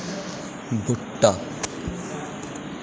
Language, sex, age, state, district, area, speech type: Dogri, male, 18-30, Jammu and Kashmir, Kathua, rural, read